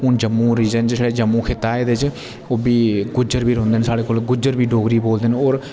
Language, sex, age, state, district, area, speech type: Dogri, male, 30-45, Jammu and Kashmir, Jammu, rural, spontaneous